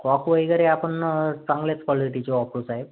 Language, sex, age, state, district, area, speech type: Marathi, male, 30-45, Maharashtra, Thane, urban, conversation